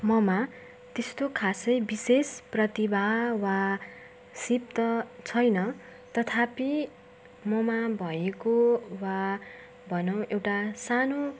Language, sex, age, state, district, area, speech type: Nepali, female, 18-30, West Bengal, Darjeeling, rural, spontaneous